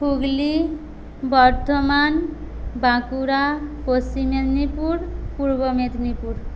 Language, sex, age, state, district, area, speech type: Bengali, female, 18-30, West Bengal, Paschim Medinipur, rural, spontaneous